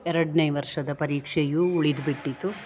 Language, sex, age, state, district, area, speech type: Kannada, female, 45-60, Karnataka, Dakshina Kannada, rural, spontaneous